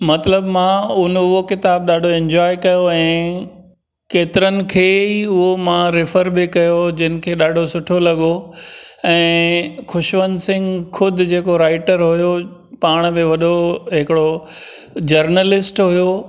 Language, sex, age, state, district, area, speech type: Sindhi, male, 60+, Maharashtra, Thane, urban, spontaneous